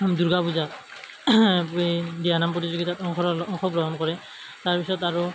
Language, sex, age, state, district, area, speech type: Assamese, male, 18-30, Assam, Darrang, rural, spontaneous